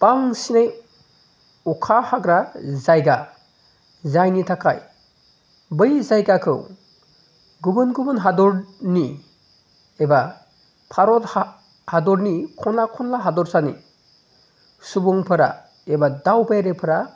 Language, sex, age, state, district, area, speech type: Bodo, male, 30-45, Assam, Chirang, urban, spontaneous